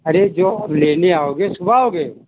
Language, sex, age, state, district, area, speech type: Hindi, male, 60+, Uttar Pradesh, Sitapur, rural, conversation